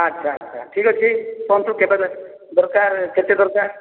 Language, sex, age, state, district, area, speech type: Odia, male, 30-45, Odisha, Boudh, rural, conversation